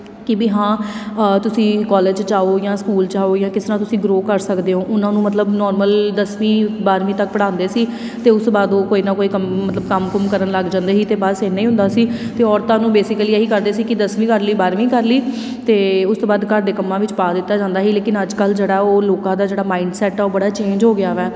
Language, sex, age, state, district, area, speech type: Punjabi, female, 30-45, Punjab, Tarn Taran, urban, spontaneous